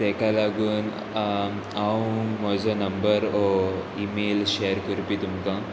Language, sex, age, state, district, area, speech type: Goan Konkani, male, 18-30, Goa, Murmgao, rural, spontaneous